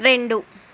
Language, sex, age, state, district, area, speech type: Telugu, female, 18-30, Andhra Pradesh, Srikakulam, urban, read